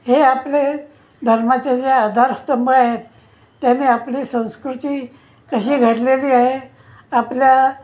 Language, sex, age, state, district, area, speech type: Marathi, male, 60+, Maharashtra, Pune, urban, spontaneous